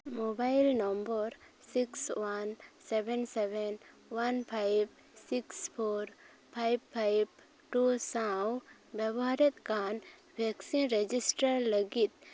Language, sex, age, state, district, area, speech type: Santali, female, 18-30, West Bengal, Purba Medinipur, rural, read